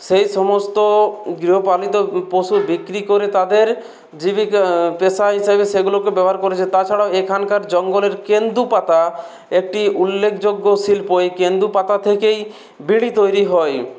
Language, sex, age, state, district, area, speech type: Bengali, male, 18-30, West Bengal, Purulia, rural, spontaneous